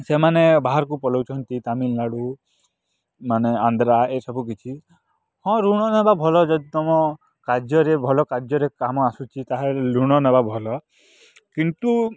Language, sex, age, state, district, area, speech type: Odia, male, 18-30, Odisha, Kalahandi, rural, spontaneous